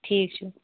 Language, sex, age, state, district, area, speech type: Kashmiri, female, 18-30, Jammu and Kashmir, Anantnag, rural, conversation